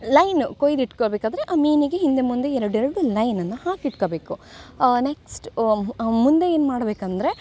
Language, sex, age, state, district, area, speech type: Kannada, female, 18-30, Karnataka, Uttara Kannada, rural, spontaneous